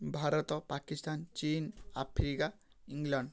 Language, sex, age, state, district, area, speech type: Odia, male, 18-30, Odisha, Ganjam, urban, spontaneous